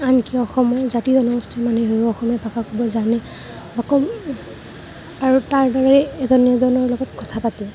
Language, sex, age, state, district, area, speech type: Assamese, female, 18-30, Assam, Kamrup Metropolitan, urban, spontaneous